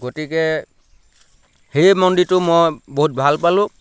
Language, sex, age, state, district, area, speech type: Assamese, male, 30-45, Assam, Lakhimpur, rural, spontaneous